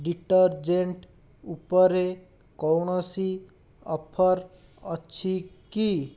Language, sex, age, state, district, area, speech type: Odia, male, 60+, Odisha, Bhadrak, rural, read